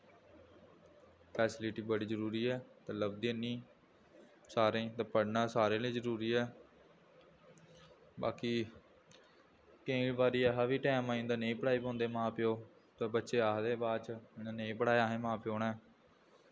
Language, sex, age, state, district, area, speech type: Dogri, male, 18-30, Jammu and Kashmir, Jammu, rural, spontaneous